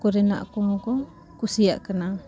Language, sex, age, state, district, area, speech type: Santali, female, 18-30, Jharkhand, Bokaro, rural, spontaneous